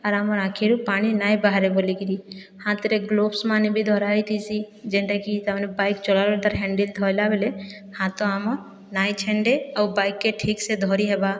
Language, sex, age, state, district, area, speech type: Odia, female, 60+, Odisha, Boudh, rural, spontaneous